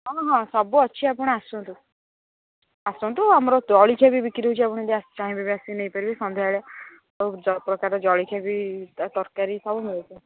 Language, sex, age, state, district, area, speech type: Odia, female, 60+, Odisha, Jharsuguda, rural, conversation